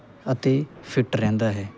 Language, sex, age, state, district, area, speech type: Punjabi, male, 18-30, Punjab, Muktsar, rural, spontaneous